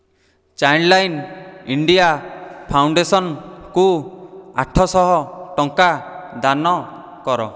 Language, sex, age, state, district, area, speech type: Odia, male, 30-45, Odisha, Dhenkanal, rural, read